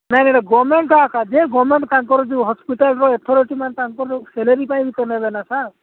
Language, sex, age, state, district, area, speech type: Odia, male, 45-60, Odisha, Nabarangpur, rural, conversation